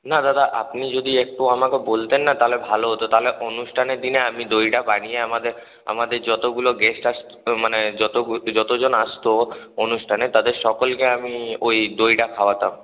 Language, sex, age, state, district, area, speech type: Bengali, male, 18-30, West Bengal, Purulia, urban, conversation